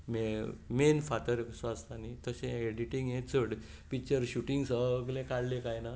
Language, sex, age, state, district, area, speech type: Goan Konkani, male, 60+, Goa, Tiswadi, rural, spontaneous